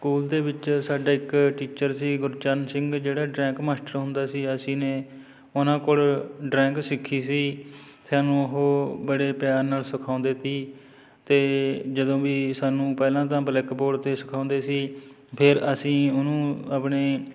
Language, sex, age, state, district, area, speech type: Punjabi, male, 30-45, Punjab, Fatehgarh Sahib, rural, spontaneous